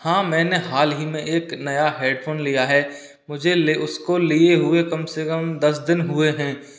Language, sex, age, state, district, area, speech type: Hindi, male, 18-30, Rajasthan, Karauli, rural, spontaneous